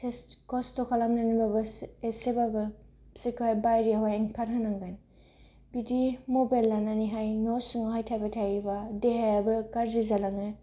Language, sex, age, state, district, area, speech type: Bodo, female, 18-30, Assam, Kokrajhar, rural, spontaneous